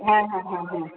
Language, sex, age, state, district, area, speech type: Bengali, female, 60+, West Bengal, Hooghly, rural, conversation